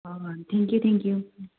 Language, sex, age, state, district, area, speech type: Manipuri, female, 30-45, Manipur, Kangpokpi, urban, conversation